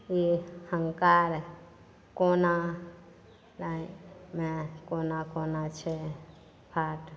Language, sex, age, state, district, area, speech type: Maithili, female, 60+, Bihar, Madhepura, rural, spontaneous